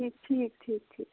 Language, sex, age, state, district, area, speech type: Kashmiri, female, 30-45, Jammu and Kashmir, Pulwama, rural, conversation